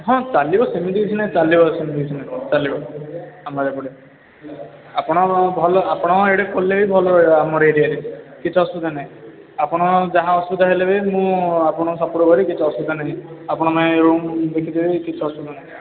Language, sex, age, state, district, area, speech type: Odia, male, 18-30, Odisha, Ganjam, urban, conversation